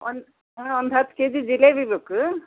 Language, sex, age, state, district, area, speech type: Kannada, female, 60+, Karnataka, Gadag, urban, conversation